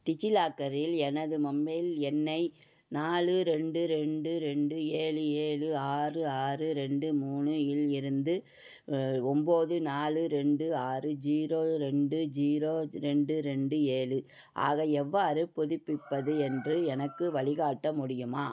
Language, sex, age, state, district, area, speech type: Tamil, female, 60+, Tamil Nadu, Madurai, urban, read